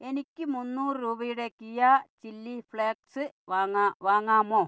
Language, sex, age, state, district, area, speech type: Malayalam, female, 60+, Kerala, Wayanad, rural, read